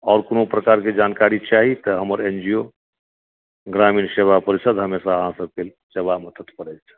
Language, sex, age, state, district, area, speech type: Maithili, male, 45-60, Bihar, Supaul, rural, conversation